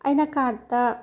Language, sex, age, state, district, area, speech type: Manipuri, female, 18-30, Manipur, Bishnupur, rural, spontaneous